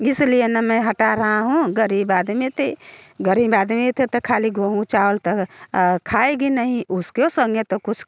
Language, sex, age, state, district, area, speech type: Hindi, female, 60+, Uttar Pradesh, Bhadohi, rural, spontaneous